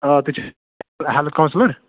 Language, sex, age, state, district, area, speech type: Kashmiri, male, 30-45, Jammu and Kashmir, Budgam, rural, conversation